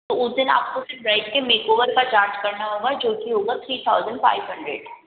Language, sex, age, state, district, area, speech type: Hindi, female, 18-30, Rajasthan, Jodhpur, urban, conversation